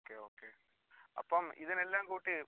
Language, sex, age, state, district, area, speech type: Malayalam, male, 18-30, Kerala, Kollam, rural, conversation